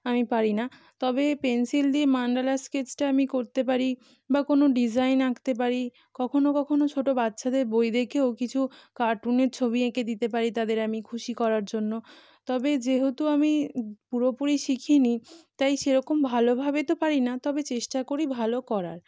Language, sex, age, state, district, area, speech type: Bengali, female, 18-30, West Bengal, North 24 Parganas, urban, spontaneous